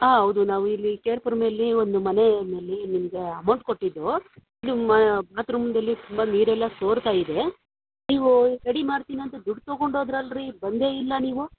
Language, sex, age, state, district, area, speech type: Kannada, female, 45-60, Karnataka, Bangalore Urban, rural, conversation